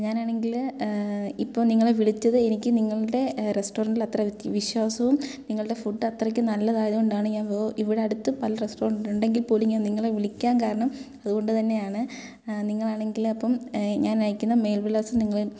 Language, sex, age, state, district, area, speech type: Malayalam, female, 18-30, Kerala, Kottayam, urban, spontaneous